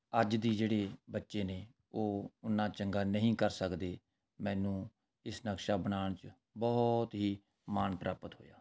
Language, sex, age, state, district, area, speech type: Punjabi, male, 45-60, Punjab, Rupnagar, urban, spontaneous